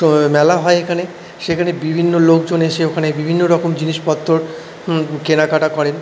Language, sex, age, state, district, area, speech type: Bengali, male, 45-60, West Bengal, Paschim Bardhaman, urban, spontaneous